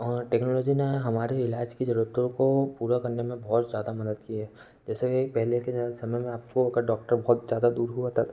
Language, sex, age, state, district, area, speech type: Hindi, male, 18-30, Madhya Pradesh, Betul, urban, spontaneous